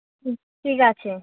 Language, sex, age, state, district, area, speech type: Bengali, female, 18-30, West Bengal, Dakshin Dinajpur, urban, conversation